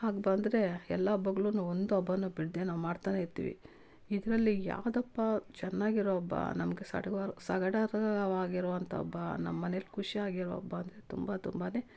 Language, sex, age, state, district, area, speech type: Kannada, female, 45-60, Karnataka, Kolar, rural, spontaneous